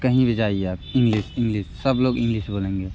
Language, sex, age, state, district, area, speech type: Hindi, male, 18-30, Uttar Pradesh, Mirzapur, rural, spontaneous